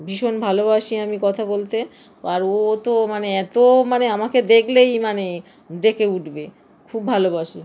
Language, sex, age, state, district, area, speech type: Bengali, female, 45-60, West Bengal, Howrah, urban, spontaneous